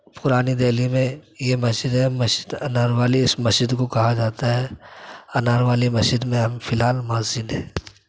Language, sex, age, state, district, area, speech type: Urdu, male, 18-30, Delhi, Central Delhi, urban, spontaneous